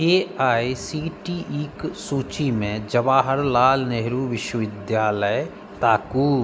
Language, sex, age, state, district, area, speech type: Maithili, male, 45-60, Bihar, Madhubani, rural, read